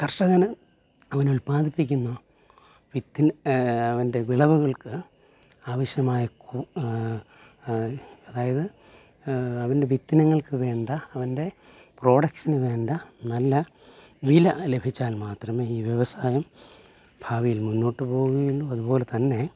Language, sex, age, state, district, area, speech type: Malayalam, male, 45-60, Kerala, Alappuzha, urban, spontaneous